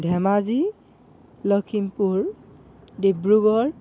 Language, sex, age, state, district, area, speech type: Assamese, male, 18-30, Assam, Dhemaji, rural, spontaneous